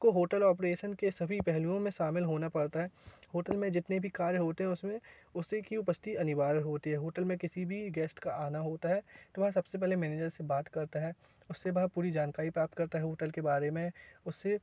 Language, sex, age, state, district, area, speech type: Hindi, male, 18-30, Madhya Pradesh, Jabalpur, urban, spontaneous